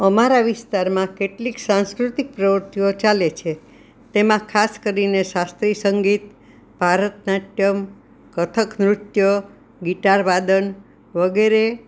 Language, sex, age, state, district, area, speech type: Gujarati, female, 60+, Gujarat, Anand, urban, spontaneous